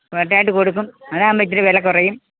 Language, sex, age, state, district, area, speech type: Malayalam, female, 45-60, Kerala, Pathanamthitta, rural, conversation